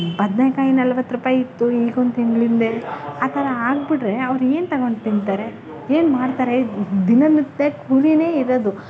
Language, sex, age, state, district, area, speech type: Kannada, female, 18-30, Karnataka, Chamarajanagar, rural, spontaneous